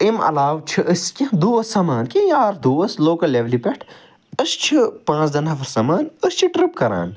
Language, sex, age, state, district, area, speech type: Kashmiri, male, 45-60, Jammu and Kashmir, Ganderbal, urban, spontaneous